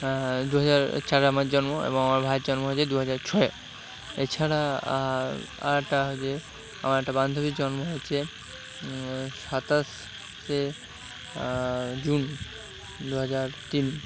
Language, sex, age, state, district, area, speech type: Bengali, male, 45-60, West Bengal, Purba Bardhaman, rural, spontaneous